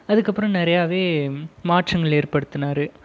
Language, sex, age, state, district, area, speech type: Tamil, male, 18-30, Tamil Nadu, Krishnagiri, rural, spontaneous